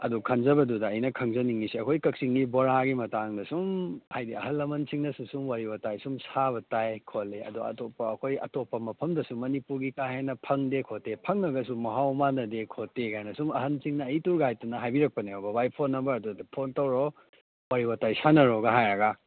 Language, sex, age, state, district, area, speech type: Manipuri, male, 18-30, Manipur, Kakching, rural, conversation